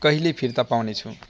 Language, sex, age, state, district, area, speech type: Nepali, male, 45-60, West Bengal, Jalpaiguri, rural, read